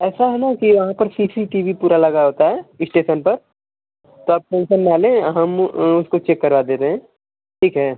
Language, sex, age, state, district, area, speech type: Hindi, male, 18-30, Uttar Pradesh, Mau, rural, conversation